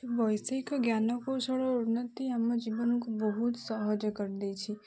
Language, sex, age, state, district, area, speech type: Odia, female, 18-30, Odisha, Jagatsinghpur, rural, spontaneous